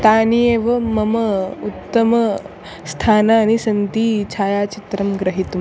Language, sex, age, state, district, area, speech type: Sanskrit, female, 18-30, Maharashtra, Nagpur, urban, spontaneous